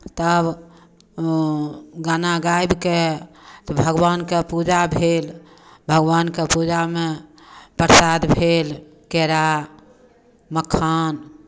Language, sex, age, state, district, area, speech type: Maithili, female, 60+, Bihar, Samastipur, rural, spontaneous